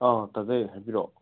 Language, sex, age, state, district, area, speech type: Manipuri, male, 30-45, Manipur, Senapati, rural, conversation